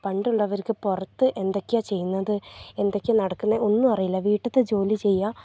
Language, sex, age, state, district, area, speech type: Malayalam, female, 30-45, Kerala, Wayanad, rural, spontaneous